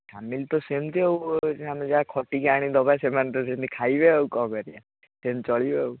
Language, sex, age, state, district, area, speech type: Odia, male, 18-30, Odisha, Jagatsinghpur, rural, conversation